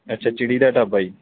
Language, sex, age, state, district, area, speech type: Punjabi, male, 18-30, Punjab, Kapurthala, rural, conversation